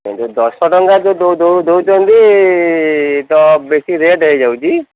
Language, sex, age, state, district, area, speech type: Odia, male, 45-60, Odisha, Ganjam, urban, conversation